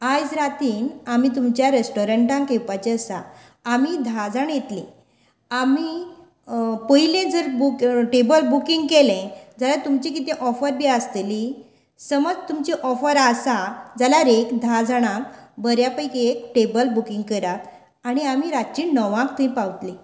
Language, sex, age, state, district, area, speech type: Goan Konkani, female, 45-60, Goa, Canacona, rural, spontaneous